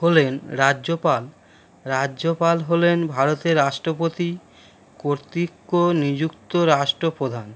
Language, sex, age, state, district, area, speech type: Bengali, male, 30-45, West Bengal, Howrah, urban, spontaneous